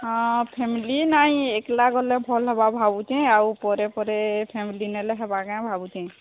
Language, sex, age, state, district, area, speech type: Odia, female, 30-45, Odisha, Sambalpur, rural, conversation